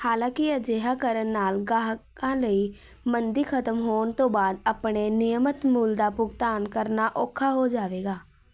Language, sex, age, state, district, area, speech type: Punjabi, female, 18-30, Punjab, Patiala, urban, read